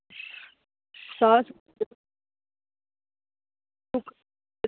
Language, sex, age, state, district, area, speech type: Dogri, female, 18-30, Jammu and Kashmir, Samba, rural, conversation